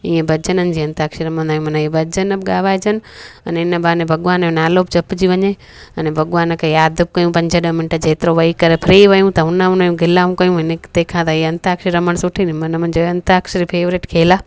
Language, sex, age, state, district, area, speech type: Sindhi, female, 30-45, Gujarat, Junagadh, rural, spontaneous